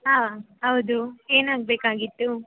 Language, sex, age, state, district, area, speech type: Kannada, female, 18-30, Karnataka, Tumkur, rural, conversation